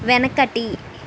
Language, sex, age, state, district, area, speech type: Telugu, female, 30-45, Andhra Pradesh, East Godavari, rural, read